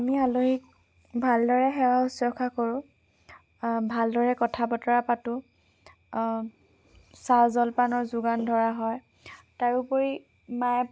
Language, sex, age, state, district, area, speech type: Assamese, female, 18-30, Assam, Sivasagar, urban, spontaneous